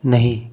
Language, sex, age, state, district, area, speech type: Hindi, male, 18-30, Madhya Pradesh, Ujjain, rural, read